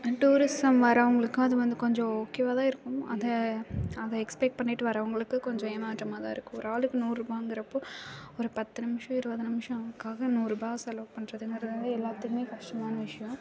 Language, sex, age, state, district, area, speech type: Tamil, female, 18-30, Tamil Nadu, Karur, rural, spontaneous